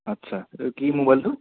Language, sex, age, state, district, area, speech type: Assamese, male, 18-30, Assam, Sonitpur, rural, conversation